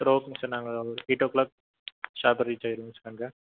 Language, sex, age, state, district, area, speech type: Tamil, male, 18-30, Tamil Nadu, Erode, rural, conversation